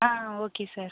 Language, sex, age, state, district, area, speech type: Tamil, female, 18-30, Tamil Nadu, Pudukkottai, rural, conversation